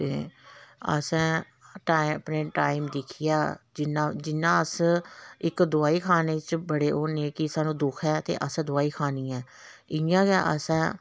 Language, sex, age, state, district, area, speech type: Dogri, female, 45-60, Jammu and Kashmir, Samba, rural, spontaneous